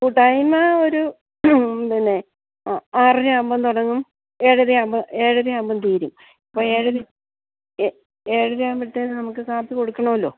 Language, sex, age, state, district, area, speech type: Malayalam, female, 60+, Kerala, Idukki, rural, conversation